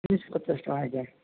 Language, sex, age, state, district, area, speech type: Odia, male, 30-45, Odisha, Jajpur, rural, conversation